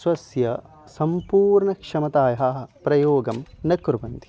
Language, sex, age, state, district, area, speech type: Sanskrit, male, 18-30, Odisha, Khordha, urban, spontaneous